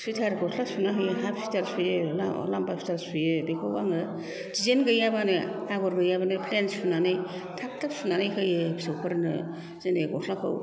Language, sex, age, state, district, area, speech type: Bodo, female, 60+, Assam, Kokrajhar, rural, spontaneous